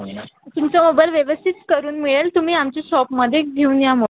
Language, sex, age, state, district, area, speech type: Marathi, female, 18-30, Maharashtra, Wardha, rural, conversation